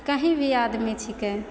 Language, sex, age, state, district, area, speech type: Maithili, female, 18-30, Bihar, Begusarai, rural, spontaneous